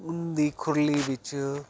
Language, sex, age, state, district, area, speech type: Punjabi, male, 45-60, Punjab, Jalandhar, urban, spontaneous